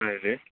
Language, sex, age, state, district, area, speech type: Kannada, male, 60+, Karnataka, Bangalore Rural, rural, conversation